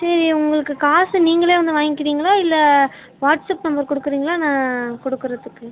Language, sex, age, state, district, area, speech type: Tamil, male, 18-30, Tamil Nadu, Tiruchirappalli, rural, conversation